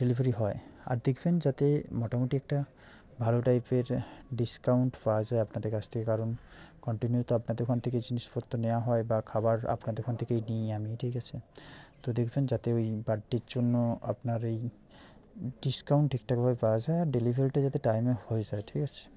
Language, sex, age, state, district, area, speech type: Bengali, male, 18-30, West Bengal, Purba Medinipur, rural, spontaneous